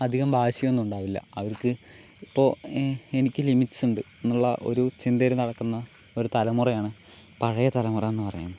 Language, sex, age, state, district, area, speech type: Malayalam, male, 45-60, Kerala, Palakkad, rural, spontaneous